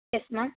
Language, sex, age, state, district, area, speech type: Tamil, female, 45-60, Tamil Nadu, Tiruvarur, rural, conversation